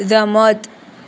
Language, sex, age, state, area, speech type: Gujarati, female, 18-30, Gujarat, rural, read